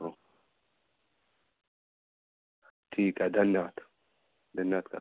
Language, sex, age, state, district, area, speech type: Marathi, male, 18-30, Maharashtra, Amravati, urban, conversation